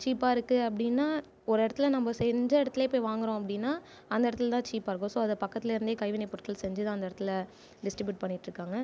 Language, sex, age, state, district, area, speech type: Tamil, female, 18-30, Tamil Nadu, Viluppuram, urban, spontaneous